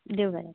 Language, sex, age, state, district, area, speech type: Goan Konkani, female, 18-30, Goa, Ponda, rural, conversation